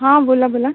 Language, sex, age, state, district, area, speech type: Marathi, female, 30-45, Maharashtra, Akola, rural, conversation